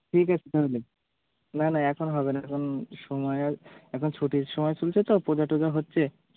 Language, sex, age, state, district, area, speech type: Bengali, male, 18-30, West Bengal, Birbhum, urban, conversation